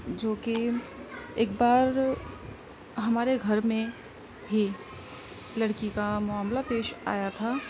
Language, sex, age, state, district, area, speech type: Urdu, female, 30-45, Uttar Pradesh, Gautam Buddha Nagar, rural, spontaneous